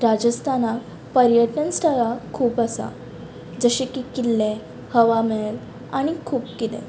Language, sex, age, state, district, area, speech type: Goan Konkani, female, 18-30, Goa, Ponda, rural, spontaneous